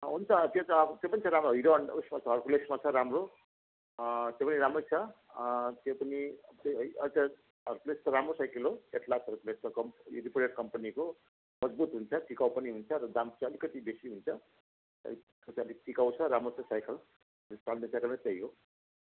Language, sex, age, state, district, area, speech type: Nepali, female, 60+, West Bengal, Jalpaiguri, rural, conversation